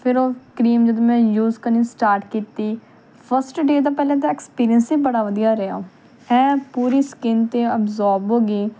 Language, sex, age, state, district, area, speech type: Punjabi, female, 18-30, Punjab, Tarn Taran, urban, spontaneous